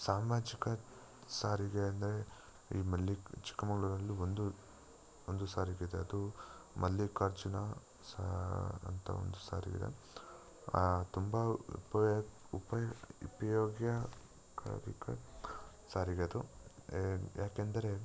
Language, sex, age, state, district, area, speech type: Kannada, male, 18-30, Karnataka, Chikkamagaluru, rural, spontaneous